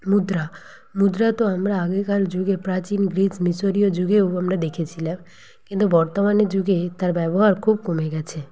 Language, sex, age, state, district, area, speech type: Bengali, female, 18-30, West Bengal, Nadia, rural, spontaneous